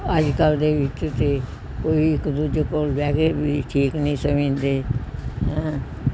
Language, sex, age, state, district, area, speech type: Punjabi, female, 60+, Punjab, Pathankot, rural, spontaneous